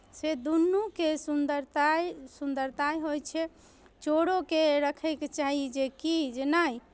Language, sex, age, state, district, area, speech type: Maithili, female, 30-45, Bihar, Darbhanga, urban, spontaneous